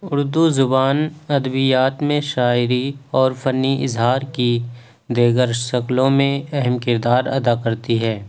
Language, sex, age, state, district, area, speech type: Urdu, male, 18-30, Uttar Pradesh, Ghaziabad, urban, spontaneous